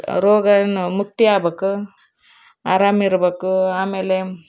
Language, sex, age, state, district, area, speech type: Kannada, female, 30-45, Karnataka, Koppal, urban, spontaneous